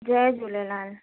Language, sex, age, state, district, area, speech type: Sindhi, female, 18-30, Maharashtra, Mumbai Suburban, urban, conversation